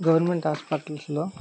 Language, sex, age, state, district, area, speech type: Telugu, male, 18-30, Andhra Pradesh, Guntur, rural, spontaneous